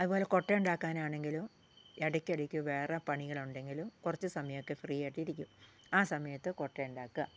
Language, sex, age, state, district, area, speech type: Malayalam, female, 60+, Kerala, Wayanad, rural, spontaneous